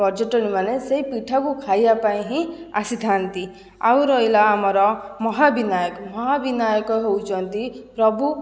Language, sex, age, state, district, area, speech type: Odia, female, 18-30, Odisha, Jajpur, rural, spontaneous